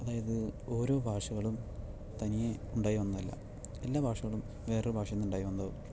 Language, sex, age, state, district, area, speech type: Malayalam, male, 18-30, Kerala, Palakkad, rural, spontaneous